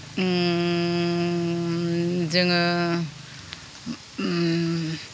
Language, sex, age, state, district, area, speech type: Bodo, female, 45-60, Assam, Udalguri, rural, spontaneous